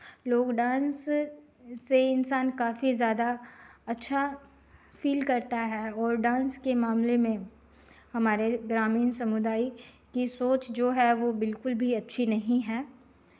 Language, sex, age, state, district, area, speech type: Hindi, female, 30-45, Bihar, Begusarai, rural, spontaneous